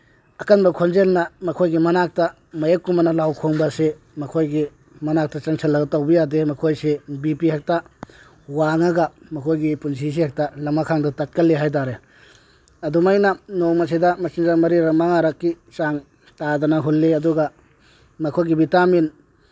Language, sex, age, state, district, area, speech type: Manipuri, male, 60+, Manipur, Tengnoupal, rural, spontaneous